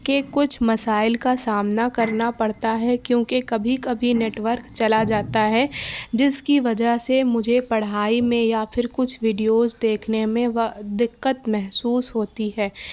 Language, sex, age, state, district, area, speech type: Urdu, female, 30-45, Uttar Pradesh, Lucknow, rural, spontaneous